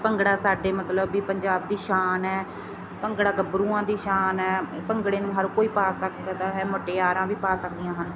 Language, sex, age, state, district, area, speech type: Punjabi, female, 30-45, Punjab, Mansa, rural, spontaneous